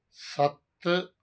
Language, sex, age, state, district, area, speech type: Punjabi, male, 60+, Punjab, Fazilka, rural, read